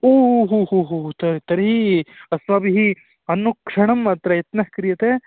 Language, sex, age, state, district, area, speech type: Sanskrit, male, 18-30, Karnataka, Uttara Kannada, rural, conversation